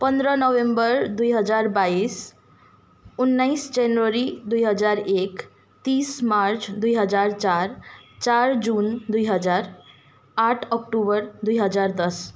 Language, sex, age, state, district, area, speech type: Nepali, female, 18-30, West Bengal, Kalimpong, rural, spontaneous